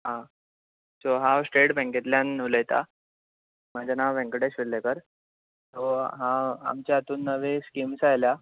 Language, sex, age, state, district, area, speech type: Goan Konkani, male, 18-30, Goa, Bardez, urban, conversation